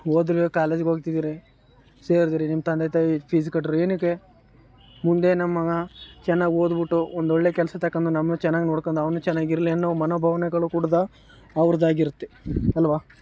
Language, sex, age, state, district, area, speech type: Kannada, male, 18-30, Karnataka, Chamarajanagar, rural, spontaneous